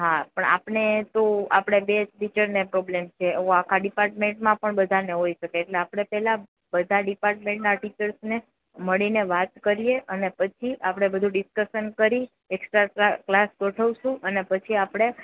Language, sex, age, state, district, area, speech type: Gujarati, female, 18-30, Gujarat, Junagadh, rural, conversation